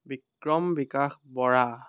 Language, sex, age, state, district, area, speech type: Assamese, male, 30-45, Assam, Biswanath, rural, spontaneous